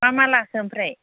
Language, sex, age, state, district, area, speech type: Bodo, female, 30-45, Assam, Baksa, rural, conversation